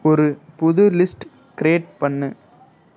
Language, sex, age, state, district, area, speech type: Tamil, female, 30-45, Tamil Nadu, Ariyalur, rural, read